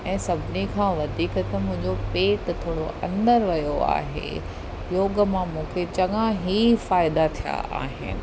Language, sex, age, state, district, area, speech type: Sindhi, female, 45-60, Maharashtra, Mumbai Suburban, urban, spontaneous